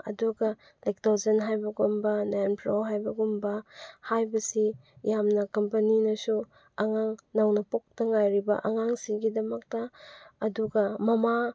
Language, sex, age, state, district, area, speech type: Manipuri, female, 18-30, Manipur, Chandel, rural, spontaneous